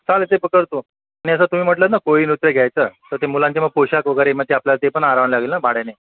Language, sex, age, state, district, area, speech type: Marathi, male, 45-60, Maharashtra, Mumbai City, urban, conversation